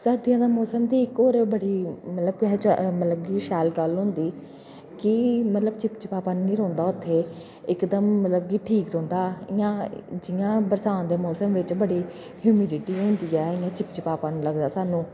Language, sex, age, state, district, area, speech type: Dogri, female, 30-45, Jammu and Kashmir, Jammu, urban, spontaneous